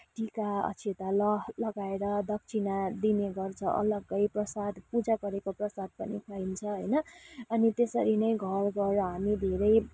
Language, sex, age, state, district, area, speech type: Nepali, female, 30-45, West Bengal, Kalimpong, rural, spontaneous